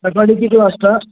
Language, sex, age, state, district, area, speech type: Marathi, male, 18-30, Maharashtra, Nagpur, urban, conversation